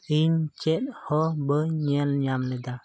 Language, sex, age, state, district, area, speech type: Santali, male, 18-30, Jharkhand, Pakur, rural, read